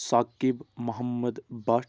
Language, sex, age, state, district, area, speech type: Kashmiri, male, 30-45, Jammu and Kashmir, Anantnag, rural, spontaneous